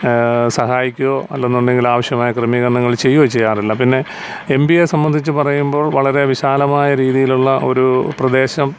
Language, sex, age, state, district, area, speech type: Malayalam, male, 45-60, Kerala, Alappuzha, rural, spontaneous